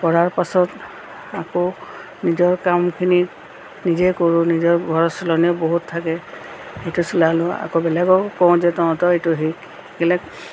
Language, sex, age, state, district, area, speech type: Assamese, female, 45-60, Assam, Tinsukia, rural, spontaneous